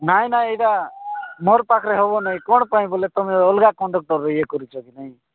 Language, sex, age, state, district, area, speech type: Odia, male, 45-60, Odisha, Nabarangpur, rural, conversation